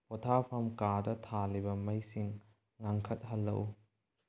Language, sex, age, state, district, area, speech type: Manipuri, male, 18-30, Manipur, Bishnupur, rural, read